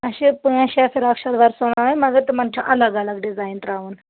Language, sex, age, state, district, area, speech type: Kashmiri, female, 30-45, Jammu and Kashmir, Anantnag, rural, conversation